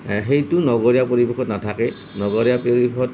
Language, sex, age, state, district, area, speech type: Assamese, male, 45-60, Assam, Nalbari, rural, spontaneous